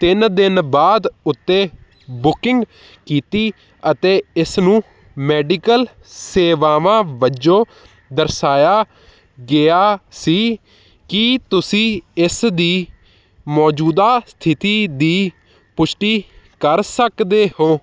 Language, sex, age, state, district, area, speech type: Punjabi, male, 18-30, Punjab, Hoshiarpur, urban, read